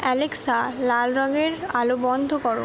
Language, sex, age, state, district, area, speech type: Bengali, female, 18-30, West Bengal, Purba Bardhaman, urban, read